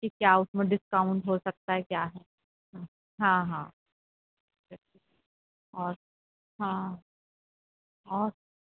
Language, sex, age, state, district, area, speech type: Urdu, female, 45-60, Uttar Pradesh, Rampur, urban, conversation